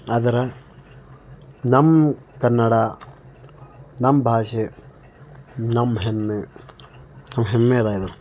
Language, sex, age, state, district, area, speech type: Kannada, male, 30-45, Karnataka, Bidar, urban, spontaneous